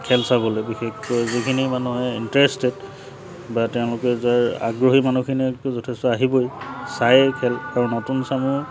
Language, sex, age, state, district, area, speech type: Assamese, male, 30-45, Assam, Charaideo, urban, spontaneous